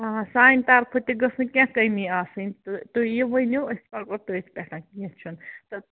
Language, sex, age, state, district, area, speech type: Kashmiri, female, 45-60, Jammu and Kashmir, Ganderbal, rural, conversation